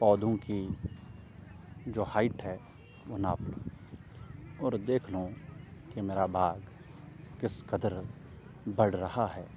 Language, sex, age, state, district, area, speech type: Urdu, male, 18-30, Jammu and Kashmir, Srinagar, rural, spontaneous